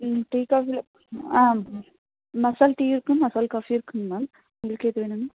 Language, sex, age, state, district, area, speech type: Tamil, female, 30-45, Tamil Nadu, Nilgiris, urban, conversation